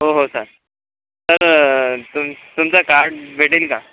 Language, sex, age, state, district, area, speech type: Marathi, male, 18-30, Maharashtra, Washim, rural, conversation